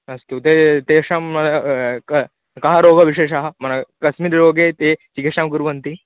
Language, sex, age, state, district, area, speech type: Sanskrit, male, 18-30, West Bengal, Paschim Medinipur, rural, conversation